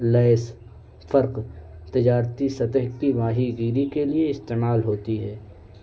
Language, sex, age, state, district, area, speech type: Urdu, male, 18-30, Uttar Pradesh, Balrampur, rural, spontaneous